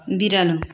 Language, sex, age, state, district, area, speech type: Nepali, female, 30-45, West Bengal, Darjeeling, rural, read